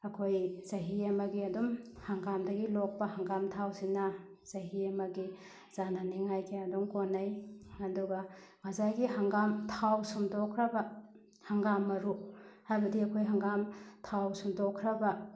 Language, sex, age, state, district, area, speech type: Manipuri, female, 30-45, Manipur, Bishnupur, rural, spontaneous